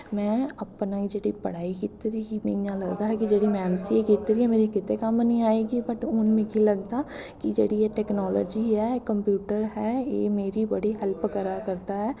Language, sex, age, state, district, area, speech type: Dogri, female, 18-30, Jammu and Kashmir, Kathua, urban, spontaneous